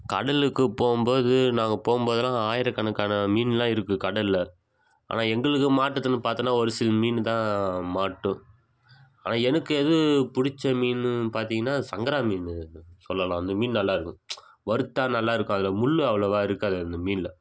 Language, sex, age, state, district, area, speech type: Tamil, male, 18-30, Tamil Nadu, Viluppuram, rural, spontaneous